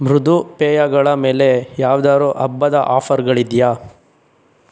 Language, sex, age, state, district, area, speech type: Kannada, male, 30-45, Karnataka, Chikkaballapur, rural, read